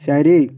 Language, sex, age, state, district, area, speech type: Malayalam, male, 18-30, Kerala, Kozhikode, urban, read